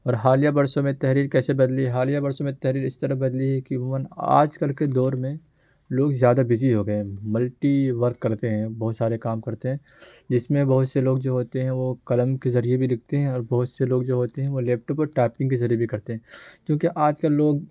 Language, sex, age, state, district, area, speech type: Urdu, male, 18-30, Uttar Pradesh, Ghaziabad, urban, spontaneous